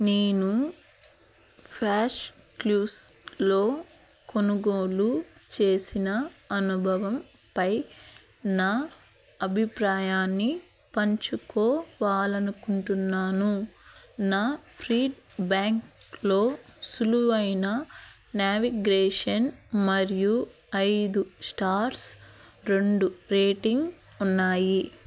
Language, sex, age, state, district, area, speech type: Telugu, female, 18-30, Andhra Pradesh, Eluru, urban, read